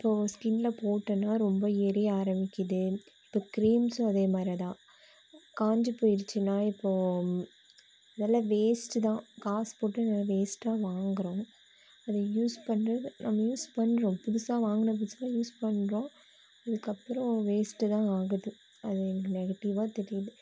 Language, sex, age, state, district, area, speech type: Tamil, female, 18-30, Tamil Nadu, Coimbatore, rural, spontaneous